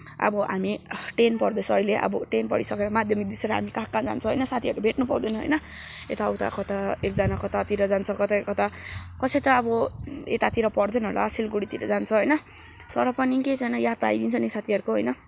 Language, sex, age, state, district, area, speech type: Nepali, male, 18-30, West Bengal, Kalimpong, rural, spontaneous